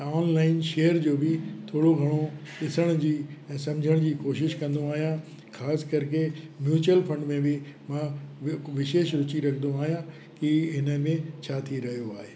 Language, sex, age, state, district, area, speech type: Sindhi, male, 60+, Uttar Pradesh, Lucknow, urban, spontaneous